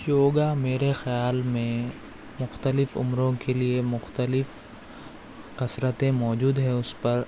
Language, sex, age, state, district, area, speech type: Urdu, male, 18-30, Telangana, Hyderabad, urban, spontaneous